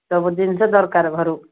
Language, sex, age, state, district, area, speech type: Odia, female, 60+, Odisha, Gajapati, rural, conversation